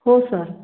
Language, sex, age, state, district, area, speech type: Marathi, female, 45-60, Maharashtra, Wardha, urban, conversation